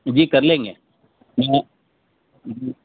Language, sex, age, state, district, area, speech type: Urdu, male, 30-45, Delhi, Central Delhi, urban, conversation